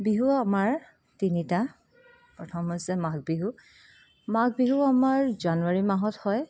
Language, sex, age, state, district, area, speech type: Assamese, female, 30-45, Assam, Dibrugarh, urban, spontaneous